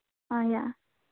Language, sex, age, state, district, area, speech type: Manipuri, female, 18-30, Manipur, Churachandpur, rural, conversation